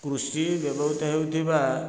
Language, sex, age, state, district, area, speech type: Odia, male, 45-60, Odisha, Nayagarh, rural, spontaneous